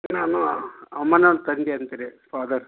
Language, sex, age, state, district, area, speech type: Kannada, male, 45-60, Karnataka, Gulbarga, urban, conversation